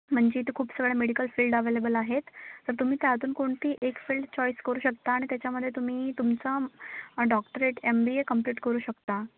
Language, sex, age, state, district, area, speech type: Marathi, female, 18-30, Maharashtra, Wardha, rural, conversation